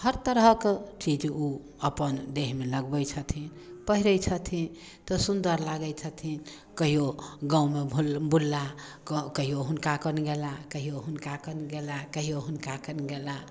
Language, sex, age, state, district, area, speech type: Maithili, female, 60+, Bihar, Samastipur, rural, spontaneous